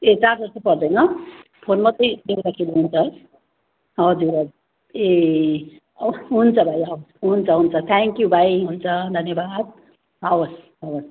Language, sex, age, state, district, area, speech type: Nepali, female, 45-60, West Bengal, Darjeeling, rural, conversation